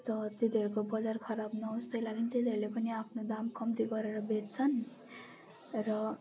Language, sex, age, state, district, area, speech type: Nepali, female, 30-45, West Bengal, Darjeeling, rural, spontaneous